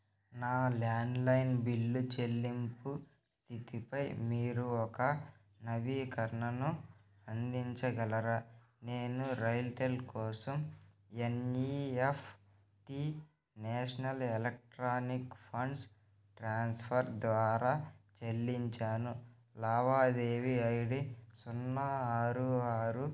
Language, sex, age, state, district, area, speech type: Telugu, male, 18-30, Andhra Pradesh, Nellore, rural, read